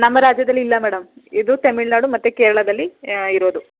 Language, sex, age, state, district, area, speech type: Kannada, female, 30-45, Karnataka, Chamarajanagar, rural, conversation